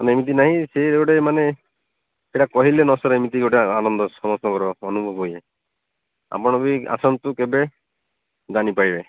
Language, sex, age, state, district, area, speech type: Odia, male, 30-45, Odisha, Malkangiri, urban, conversation